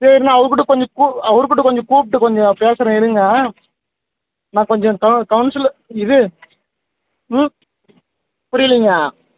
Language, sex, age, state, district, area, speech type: Tamil, male, 18-30, Tamil Nadu, Dharmapuri, rural, conversation